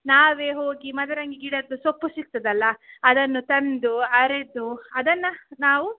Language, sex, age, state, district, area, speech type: Kannada, female, 18-30, Karnataka, Udupi, rural, conversation